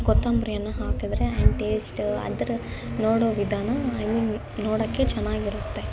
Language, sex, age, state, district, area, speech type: Kannada, female, 18-30, Karnataka, Bangalore Urban, rural, spontaneous